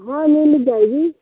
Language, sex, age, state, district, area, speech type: Hindi, female, 30-45, Uttar Pradesh, Mau, rural, conversation